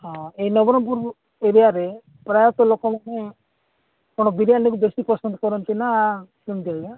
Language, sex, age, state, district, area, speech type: Odia, male, 45-60, Odisha, Nabarangpur, rural, conversation